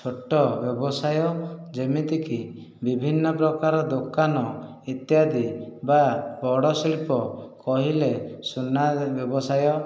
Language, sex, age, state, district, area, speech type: Odia, male, 30-45, Odisha, Khordha, rural, spontaneous